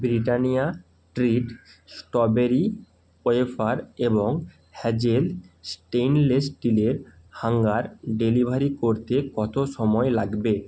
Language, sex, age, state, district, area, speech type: Bengali, male, 30-45, West Bengal, Bankura, urban, read